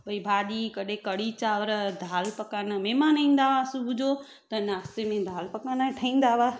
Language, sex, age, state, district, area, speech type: Sindhi, female, 30-45, Gujarat, Surat, urban, spontaneous